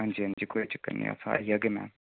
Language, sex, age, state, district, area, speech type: Dogri, male, 18-30, Jammu and Kashmir, Reasi, rural, conversation